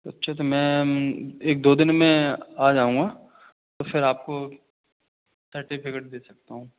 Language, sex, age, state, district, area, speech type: Hindi, male, 18-30, Madhya Pradesh, Katni, urban, conversation